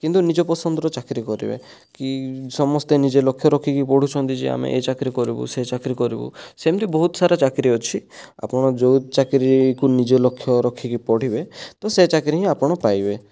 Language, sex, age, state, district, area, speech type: Odia, male, 30-45, Odisha, Kandhamal, rural, spontaneous